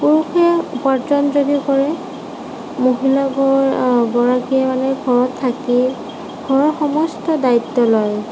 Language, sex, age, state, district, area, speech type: Assamese, female, 30-45, Assam, Nagaon, rural, spontaneous